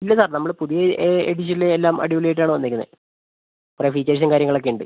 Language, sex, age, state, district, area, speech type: Malayalam, male, 45-60, Kerala, Wayanad, rural, conversation